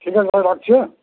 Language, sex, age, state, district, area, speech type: Bengali, male, 60+, West Bengal, Dakshin Dinajpur, rural, conversation